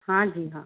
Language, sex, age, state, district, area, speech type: Hindi, female, 45-60, Madhya Pradesh, Balaghat, rural, conversation